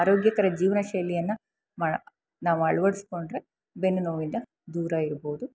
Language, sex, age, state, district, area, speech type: Kannada, female, 45-60, Karnataka, Chikkamagaluru, rural, spontaneous